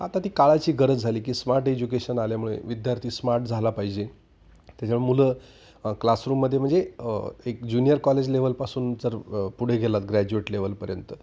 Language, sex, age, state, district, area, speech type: Marathi, male, 45-60, Maharashtra, Nashik, urban, spontaneous